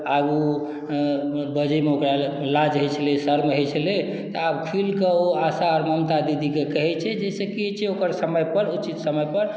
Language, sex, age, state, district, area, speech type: Maithili, male, 45-60, Bihar, Madhubani, rural, spontaneous